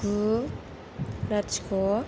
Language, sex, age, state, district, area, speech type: Bodo, female, 18-30, Assam, Kokrajhar, rural, read